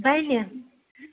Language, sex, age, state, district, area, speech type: Kashmiri, female, 60+, Jammu and Kashmir, Baramulla, rural, conversation